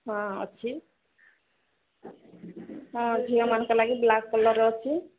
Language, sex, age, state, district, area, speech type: Odia, female, 45-60, Odisha, Sambalpur, rural, conversation